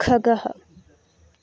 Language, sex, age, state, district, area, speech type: Sanskrit, female, 18-30, Karnataka, Uttara Kannada, rural, read